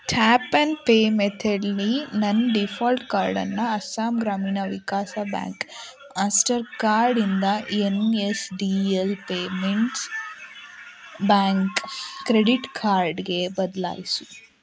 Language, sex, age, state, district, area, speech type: Kannada, female, 45-60, Karnataka, Chikkaballapur, rural, read